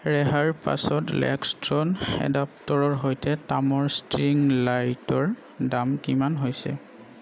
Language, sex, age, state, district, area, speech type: Assamese, male, 30-45, Assam, Darrang, rural, read